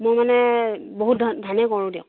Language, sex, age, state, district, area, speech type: Assamese, female, 45-60, Assam, Morigaon, rural, conversation